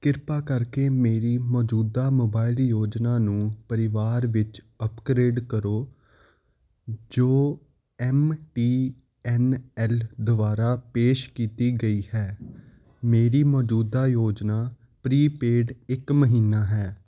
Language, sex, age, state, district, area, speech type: Punjabi, male, 18-30, Punjab, Hoshiarpur, urban, read